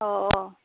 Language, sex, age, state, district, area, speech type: Bodo, female, 18-30, Assam, Chirang, rural, conversation